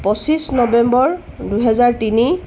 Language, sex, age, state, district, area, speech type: Assamese, female, 45-60, Assam, Tinsukia, rural, spontaneous